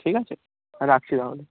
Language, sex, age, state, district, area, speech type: Bengali, male, 18-30, West Bengal, Birbhum, urban, conversation